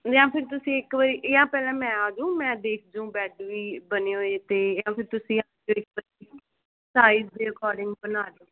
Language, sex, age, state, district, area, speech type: Punjabi, female, 18-30, Punjab, Fazilka, rural, conversation